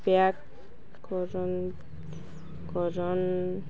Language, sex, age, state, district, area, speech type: Odia, female, 18-30, Odisha, Balangir, urban, spontaneous